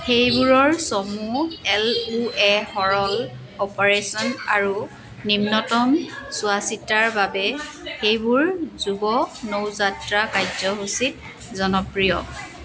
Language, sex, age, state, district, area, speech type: Assamese, female, 45-60, Assam, Dibrugarh, rural, read